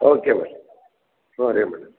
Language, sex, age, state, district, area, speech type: Kannada, male, 60+, Karnataka, Gulbarga, urban, conversation